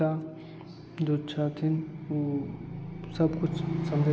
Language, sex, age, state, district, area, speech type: Maithili, male, 18-30, Bihar, Sitamarhi, rural, spontaneous